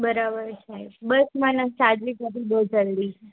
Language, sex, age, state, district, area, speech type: Gujarati, female, 18-30, Gujarat, Morbi, urban, conversation